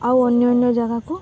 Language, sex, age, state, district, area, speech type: Odia, female, 18-30, Odisha, Balangir, urban, spontaneous